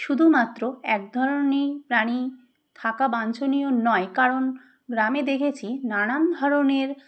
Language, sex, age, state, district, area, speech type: Bengali, female, 30-45, West Bengal, Dakshin Dinajpur, urban, spontaneous